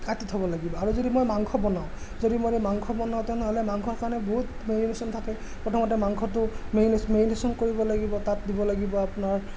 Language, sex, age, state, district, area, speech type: Assamese, male, 30-45, Assam, Morigaon, rural, spontaneous